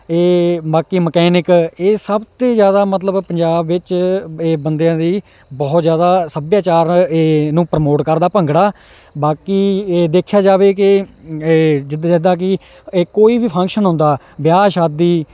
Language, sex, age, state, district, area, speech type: Punjabi, male, 18-30, Punjab, Hoshiarpur, rural, spontaneous